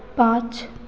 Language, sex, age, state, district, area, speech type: Hindi, female, 18-30, Bihar, Begusarai, rural, read